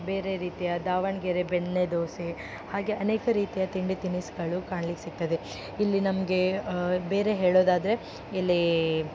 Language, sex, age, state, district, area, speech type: Kannada, female, 18-30, Karnataka, Dakshina Kannada, rural, spontaneous